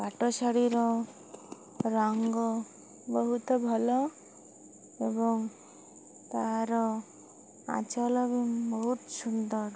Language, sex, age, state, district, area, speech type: Odia, male, 30-45, Odisha, Malkangiri, urban, spontaneous